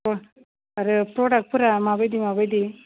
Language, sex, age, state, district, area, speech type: Bodo, female, 30-45, Assam, Udalguri, urban, conversation